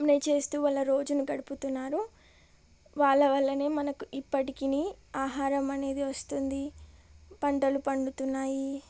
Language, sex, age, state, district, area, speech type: Telugu, female, 18-30, Telangana, Medak, urban, spontaneous